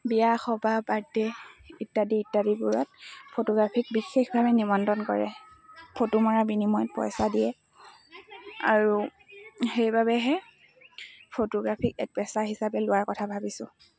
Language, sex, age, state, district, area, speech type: Assamese, female, 18-30, Assam, Lakhimpur, rural, spontaneous